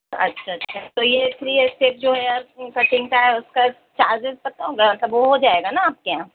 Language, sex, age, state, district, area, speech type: Urdu, female, 30-45, Delhi, South Delhi, urban, conversation